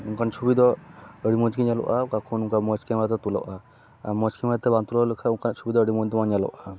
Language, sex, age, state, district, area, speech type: Santali, male, 18-30, West Bengal, Malda, rural, spontaneous